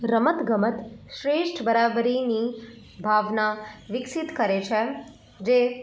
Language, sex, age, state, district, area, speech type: Gujarati, female, 18-30, Gujarat, Anand, urban, spontaneous